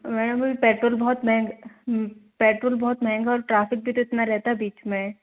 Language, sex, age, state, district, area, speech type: Hindi, female, 18-30, Madhya Pradesh, Bhopal, urban, conversation